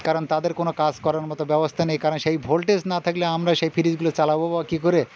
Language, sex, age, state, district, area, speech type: Bengali, male, 60+, West Bengal, Birbhum, urban, spontaneous